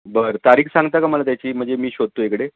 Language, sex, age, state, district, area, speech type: Marathi, male, 45-60, Maharashtra, Thane, rural, conversation